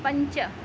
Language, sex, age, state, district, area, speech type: Sanskrit, female, 45-60, Maharashtra, Nagpur, urban, read